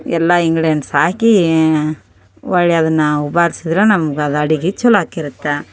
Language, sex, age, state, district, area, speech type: Kannada, female, 30-45, Karnataka, Koppal, urban, spontaneous